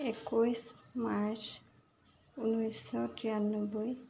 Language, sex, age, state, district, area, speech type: Assamese, female, 18-30, Assam, Jorhat, urban, spontaneous